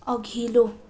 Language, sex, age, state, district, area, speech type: Nepali, female, 18-30, West Bengal, Darjeeling, rural, read